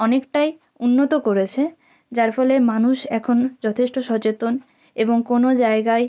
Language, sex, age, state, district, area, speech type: Bengali, female, 18-30, West Bengal, North 24 Parganas, rural, spontaneous